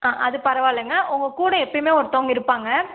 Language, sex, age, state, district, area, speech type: Tamil, female, 18-30, Tamil Nadu, Karur, rural, conversation